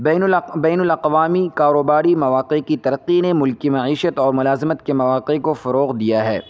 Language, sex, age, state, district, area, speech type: Urdu, male, 18-30, Uttar Pradesh, Saharanpur, urban, spontaneous